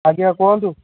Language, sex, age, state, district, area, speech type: Odia, male, 18-30, Odisha, Puri, urban, conversation